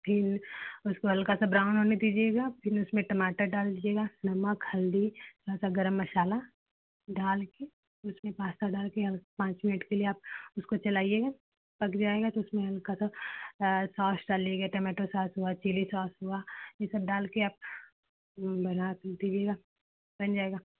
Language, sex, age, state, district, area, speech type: Hindi, female, 18-30, Uttar Pradesh, Chandauli, rural, conversation